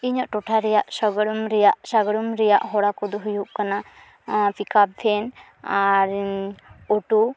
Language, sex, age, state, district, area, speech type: Santali, female, 18-30, West Bengal, Purulia, rural, spontaneous